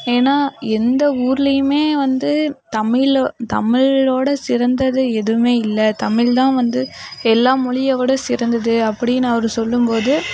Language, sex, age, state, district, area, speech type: Tamil, female, 30-45, Tamil Nadu, Mayiladuthurai, urban, spontaneous